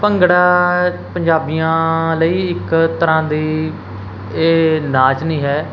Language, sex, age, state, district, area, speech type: Punjabi, male, 18-30, Punjab, Mansa, urban, spontaneous